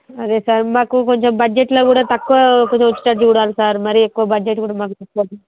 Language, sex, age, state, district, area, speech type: Telugu, female, 30-45, Telangana, Jangaon, rural, conversation